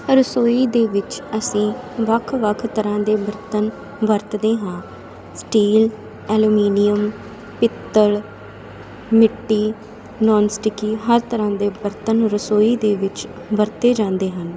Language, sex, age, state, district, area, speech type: Punjabi, female, 30-45, Punjab, Sangrur, rural, spontaneous